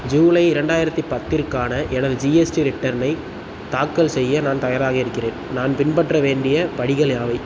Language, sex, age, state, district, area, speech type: Tamil, male, 18-30, Tamil Nadu, Tiruchirappalli, rural, read